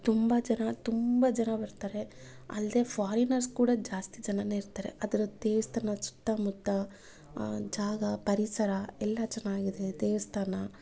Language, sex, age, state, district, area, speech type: Kannada, female, 30-45, Karnataka, Bangalore Urban, urban, spontaneous